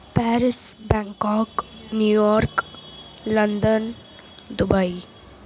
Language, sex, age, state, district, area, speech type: Urdu, female, 18-30, Uttar Pradesh, Gautam Buddha Nagar, rural, spontaneous